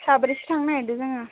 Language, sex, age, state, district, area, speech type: Bodo, female, 18-30, Assam, Baksa, rural, conversation